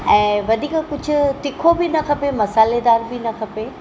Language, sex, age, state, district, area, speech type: Sindhi, female, 45-60, Maharashtra, Mumbai Suburban, urban, spontaneous